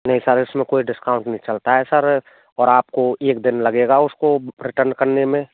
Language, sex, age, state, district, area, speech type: Hindi, male, 18-30, Rajasthan, Bharatpur, rural, conversation